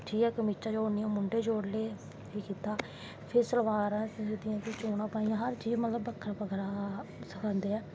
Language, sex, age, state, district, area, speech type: Dogri, female, 18-30, Jammu and Kashmir, Samba, rural, spontaneous